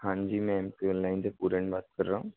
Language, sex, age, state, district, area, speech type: Hindi, male, 60+, Madhya Pradesh, Bhopal, urban, conversation